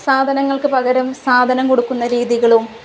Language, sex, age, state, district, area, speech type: Malayalam, female, 30-45, Kerala, Kozhikode, rural, spontaneous